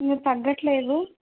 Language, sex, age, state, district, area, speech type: Telugu, female, 18-30, Telangana, Ranga Reddy, rural, conversation